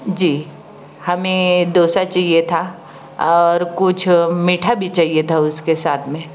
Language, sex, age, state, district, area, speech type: Hindi, female, 60+, Madhya Pradesh, Balaghat, rural, spontaneous